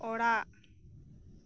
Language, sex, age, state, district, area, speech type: Santali, female, 30-45, West Bengal, Birbhum, rural, read